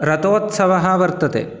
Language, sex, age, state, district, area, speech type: Sanskrit, male, 18-30, Karnataka, Uttara Kannada, rural, spontaneous